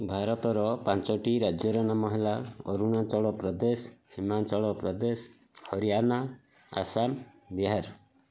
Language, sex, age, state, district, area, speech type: Odia, male, 45-60, Odisha, Kendujhar, urban, spontaneous